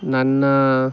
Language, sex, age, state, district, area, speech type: Kannada, male, 18-30, Karnataka, Tumkur, rural, spontaneous